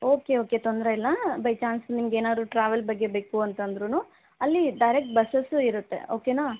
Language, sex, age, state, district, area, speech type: Kannada, female, 18-30, Karnataka, Bangalore Rural, urban, conversation